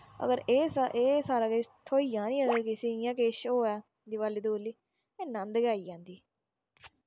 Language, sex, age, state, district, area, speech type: Dogri, female, 18-30, Jammu and Kashmir, Udhampur, rural, spontaneous